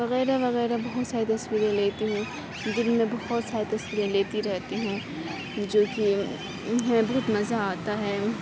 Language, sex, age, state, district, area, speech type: Urdu, female, 18-30, Uttar Pradesh, Aligarh, rural, spontaneous